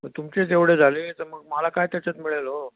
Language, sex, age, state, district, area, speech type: Marathi, male, 60+, Maharashtra, Nashik, urban, conversation